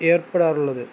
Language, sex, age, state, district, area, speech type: Malayalam, male, 18-30, Kerala, Kozhikode, rural, spontaneous